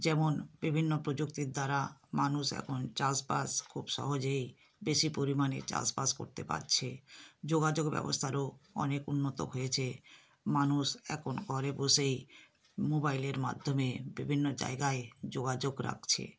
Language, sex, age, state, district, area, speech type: Bengali, female, 60+, West Bengal, South 24 Parganas, rural, spontaneous